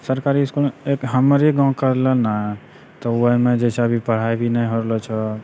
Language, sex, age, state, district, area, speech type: Maithili, male, 18-30, Bihar, Purnia, rural, spontaneous